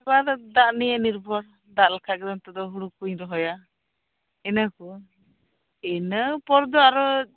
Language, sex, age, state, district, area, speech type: Santali, female, 18-30, West Bengal, Birbhum, rural, conversation